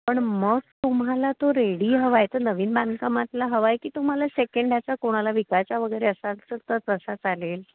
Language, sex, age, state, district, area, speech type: Marathi, female, 30-45, Maharashtra, Palghar, urban, conversation